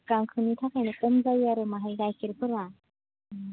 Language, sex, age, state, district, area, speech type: Bodo, male, 18-30, Assam, Udalguri, rural, conversation